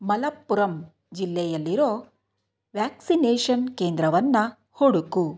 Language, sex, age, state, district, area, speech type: Kannada, female, 30-45, Karnataka, Davanagere, rural, read